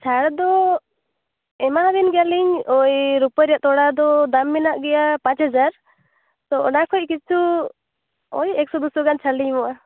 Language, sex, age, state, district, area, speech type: Santali, female, 18-30, West Bengal, Purulia, rural, conversation